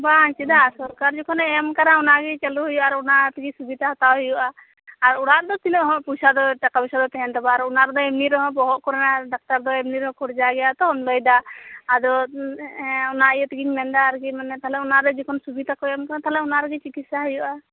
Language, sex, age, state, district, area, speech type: Santali, female, 30-45, West Bengal, Birbhum, rural, conversation